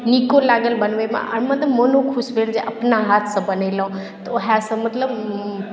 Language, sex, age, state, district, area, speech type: Maithili, female, 18-30, Bihar, Madhubani, rural, spontaneous